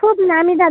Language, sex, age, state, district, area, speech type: Bengali, female, 45-60, West Bengal, Dakshin Dinajpur, urban, conversation